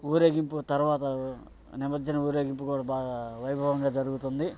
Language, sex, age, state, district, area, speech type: Telugu, male, 45-60, Andhra Pradesh, Bapatla, urban, spontaneous